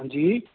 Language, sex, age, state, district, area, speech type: Dogri, male, 30-45, Jammu and Kashmir, Reasi, urban, conversation